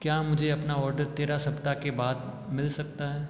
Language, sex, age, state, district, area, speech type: Hindi, male, 18-30, Rajasthan, Jodhpur, urban, read